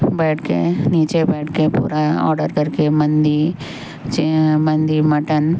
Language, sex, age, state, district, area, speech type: Urdu, female, 18-30, Telangana, Hyderabad, urban, spontaneous